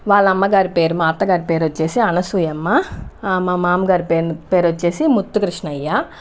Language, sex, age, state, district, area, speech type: Telugu, female, 30-45, Andhra Pradesh, Sri Balaji, urban, spontaneous